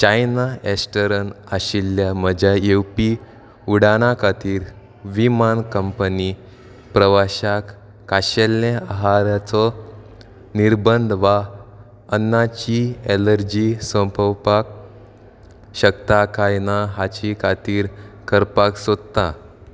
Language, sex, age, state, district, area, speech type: Goan Konkani, male, 18-30, Goa, Salcete, rural, read